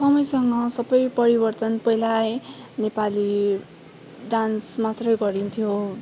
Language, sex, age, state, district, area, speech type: Nepali, female, 18-30, West Bengal, Darjeeling, rural, spontaneous